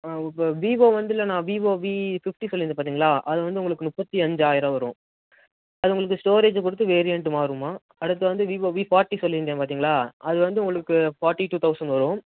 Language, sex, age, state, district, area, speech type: Tamil, male, 18-30, Tamil Nadu, Tenkasi, urban, conversation